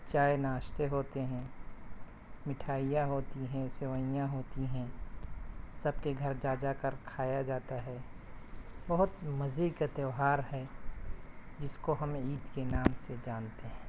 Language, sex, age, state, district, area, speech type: Urdu, male, 18-30, Bihar, Purnia, rural, spontaneous